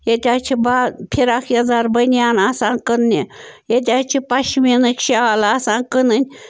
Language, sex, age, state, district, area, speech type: Kashmiri, female, 30-45, Jammu and Kashmir, Bandipora, rural, spontaneous